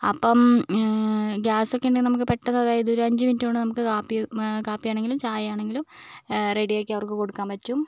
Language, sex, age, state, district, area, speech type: Malayalam, female, 45-60, Kerala, Wayanad, rural, spontaneous